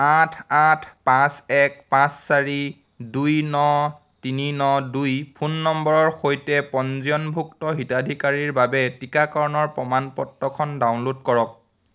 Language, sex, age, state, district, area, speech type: Assamese, male, 18-30, Assam, Biswanath, rural, read